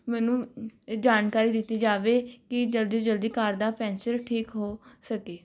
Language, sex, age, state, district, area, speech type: Punjabi, female, 18-30, Punjab, Rupnagar, urban, spontaneous